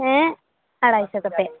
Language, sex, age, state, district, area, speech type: Santali, female, 18-30, West Bengal, Purba Bardhaman, rural, conversation